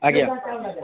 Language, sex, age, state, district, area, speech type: Odia, male, 45-60, Odisha, Nuapada, urban, conversation